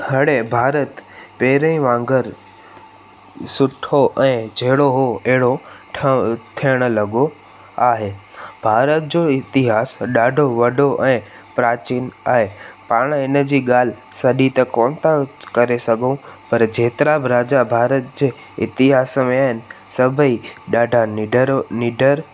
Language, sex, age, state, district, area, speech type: Sindhi, male, 18-30, Gujarat, Junagadh, rural, spontaneous